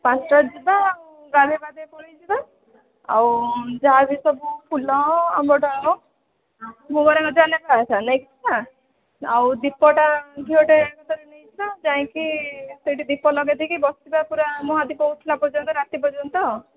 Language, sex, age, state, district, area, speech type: Odia, female, 18-30, Odisha, Jajpur, rural, conversation